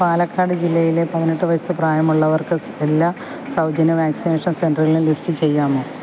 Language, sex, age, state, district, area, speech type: Malayalam, female, 60+, Kerala, Alappuzha, rural, read